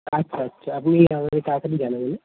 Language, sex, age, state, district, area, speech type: Bengali, male, 18-30, West Bengal, Darjeeling, rural, conversation